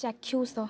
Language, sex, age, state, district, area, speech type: Odia, female, 18-30, Odisha, Jagatsinghpur, rural, read